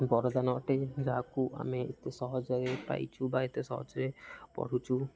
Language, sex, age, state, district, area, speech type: Odia, male, 18-30, Odisha, Jagatsinghpur, rural, spontaneous